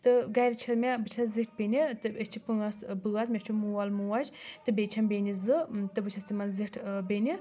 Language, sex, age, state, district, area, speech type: Kashmiri, female, 18-30, Jammu and Kashmir, Anantnag, urban, spontaneous